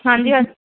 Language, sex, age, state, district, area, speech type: Punjabi, female, 45-60, Punjab, Fazilka, rural, conversation